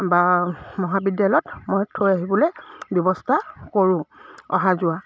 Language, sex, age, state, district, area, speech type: Assamese, female, 30-45, Assam, Dibrugarh, urban, spontaneous